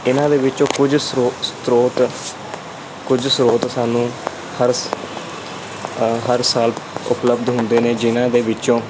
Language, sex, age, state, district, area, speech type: Punjabi, male, 18-30, Punjab, Kapurthala, rural, spontaneous